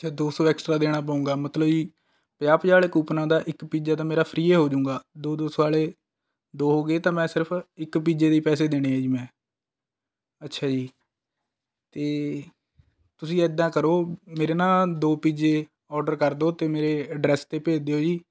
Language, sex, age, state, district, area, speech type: Punjabi, male, 18-30, Punjab, Rupnagar, rural, spontaneous